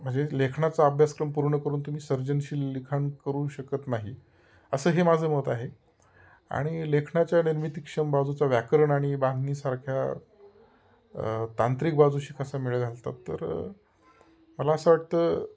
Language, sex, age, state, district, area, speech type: Marathi, male, 30-45, Maharashtra, Ahmednagar, rural, spontaneous